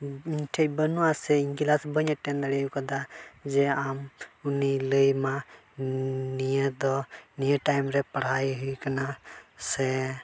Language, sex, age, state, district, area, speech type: Santali, male, 18-30, Jharkhand, Pakur, rural, spontaneous